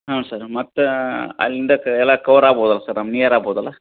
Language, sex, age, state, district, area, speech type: Kannada, male, 45-60, Karnataka, Gadag, rural, conversation